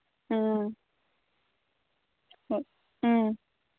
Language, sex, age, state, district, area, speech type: Manipuri, female, 18-30, Manipur, Kangpokpi, urban, conversation